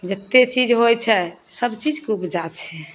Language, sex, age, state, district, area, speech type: Maithili, female, 30-45, Bihar, Begusarai, rural, spontaneous